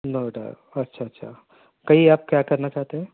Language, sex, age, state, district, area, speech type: Urdu, male, 45-60, Uttar Pradesh, Ghaziabad, urban, conversation